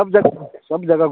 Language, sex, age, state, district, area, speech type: Maithili, male, 45-60, Bihar, Muzaffarpur, rural, conversation